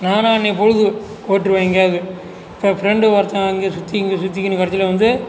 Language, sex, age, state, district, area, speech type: Tamil, male, 45-60, Tamil Nadu, Cuddalore, rural, spontaneous